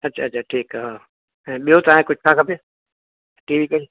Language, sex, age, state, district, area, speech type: Sindhi, male, 60+, Maharashtra, Mumbai City, urban, conversation